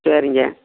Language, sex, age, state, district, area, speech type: Tamil, male, 45-60, Tamil Nadu, Coimbatore, rural, conversation